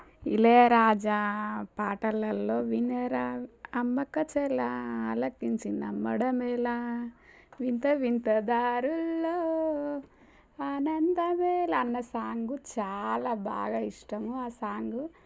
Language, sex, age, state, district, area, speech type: Telugu, female, 30-45, Telangana, Warangal, rural, spontaneous